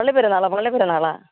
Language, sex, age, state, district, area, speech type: Malayalam, female, 45-60, Kerala, Thiruvananthapuram, urban, conversation